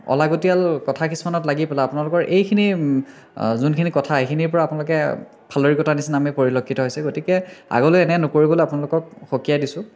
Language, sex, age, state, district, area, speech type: Assamese, male, 18-30, Assam, Biswanath, rural, spontaneous